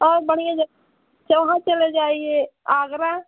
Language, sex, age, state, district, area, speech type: Hindi, female, 45-60, Uttar Pradesh, Pratapgarh, rural, conversation